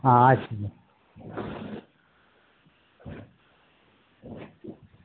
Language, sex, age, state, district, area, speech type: Bengali, male, 60+, West Bengal, Murshidabad, rural, conversation